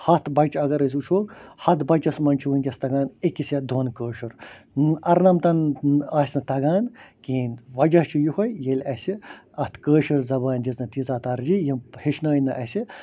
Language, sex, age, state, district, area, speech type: Kashmiri, male, 45-60, Jammu and Kashmir, Ganderbal, rural, spontaneous